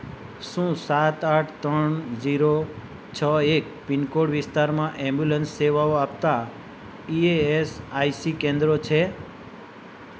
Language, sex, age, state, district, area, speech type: Gujarati, male, 45-60, Gujarat, Valsad, rural, read